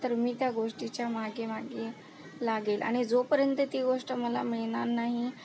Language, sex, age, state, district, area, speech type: Marathi, female, 30-45, Maharashtra, Akola, rural, spontaneous